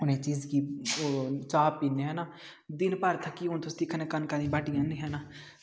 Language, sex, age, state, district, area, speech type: Dogri, male, 18-30, Jammu and Kashmir, Kathua, rural, spontaneous